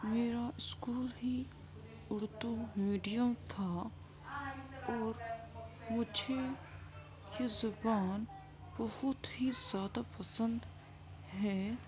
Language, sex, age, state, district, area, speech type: Urdu, female, 18-30, Uttar Pradesh, Gautam Buddha Nagar, urban, spontaneous